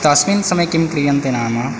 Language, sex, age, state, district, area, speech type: Sanskrit, male, 18-30, Odisha, Balangir, rural, spontaneous